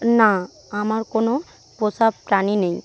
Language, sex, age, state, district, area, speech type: Bengali, female, 18-30, West Bengal, Paschim Medinipur, rural, spontaneous